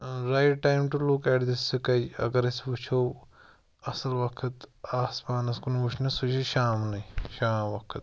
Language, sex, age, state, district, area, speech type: Kashmiri, male, 18-30, Jammu and Kashmir, Pulwama, rural, spontaneous